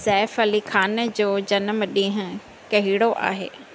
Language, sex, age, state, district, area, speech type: Sindhi, female, 30-45, Maharashtra, Thane, urban, read